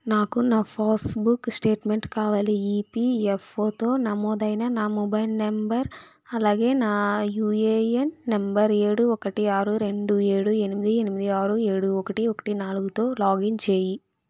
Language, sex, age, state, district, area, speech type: Telugu, female, 30-45, Andhra Pradesh, Chittoor, urban, read